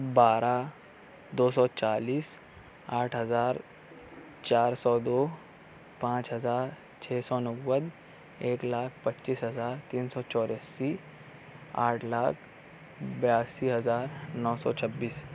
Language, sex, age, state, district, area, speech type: Urdu, male, 45-60, Maharashtra, Nashik, urban, spontaneous